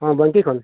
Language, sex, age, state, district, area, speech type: Santali, male, 45-60, Odisha, Mayurbhanj, rural, conversation